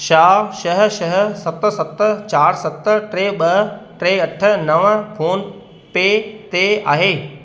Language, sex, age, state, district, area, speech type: Sindhi, male, 30-45, Madhya Pradesh, Katni, urban, read